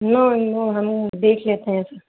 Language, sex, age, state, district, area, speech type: Urdu, female, 30-45, Uttar Pradesh, Lucknow, urban, conversation